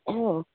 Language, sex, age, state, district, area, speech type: Assamese, female, 45-60, Assam, Udalguri, rural, conversation